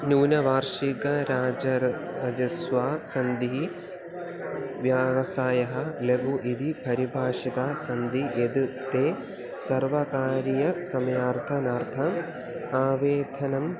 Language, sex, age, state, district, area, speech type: Sanskrit, male, 18-30, Kerala, Thiruvananthapuram, urban, spontaneous